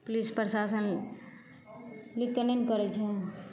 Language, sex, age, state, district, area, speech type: Maithili, female, 18-30, Bihar, Madhepura, rural, spontaneous